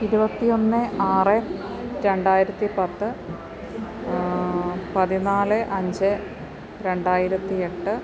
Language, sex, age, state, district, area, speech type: Malayalam, female, 30-45, Kerala, Alappuzha, rural, spontaneous